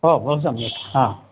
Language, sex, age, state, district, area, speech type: Sanskrit, male, 45-60, Karnataka, Bangalore Urban, urban, conversation